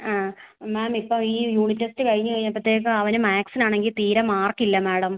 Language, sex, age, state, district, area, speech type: Malayalam, female, 30-45, Kerala, Kottayam, rural, conversation